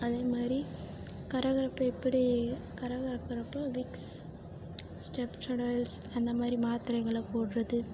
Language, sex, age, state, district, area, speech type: Tamil, female, 18-30, Tamil Nadu, Perambalur, rural, spontaneous